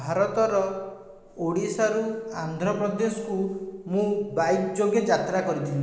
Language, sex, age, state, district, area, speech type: Odia, male, 45-60, Odisha, Dhenkanal, rural, spontaneous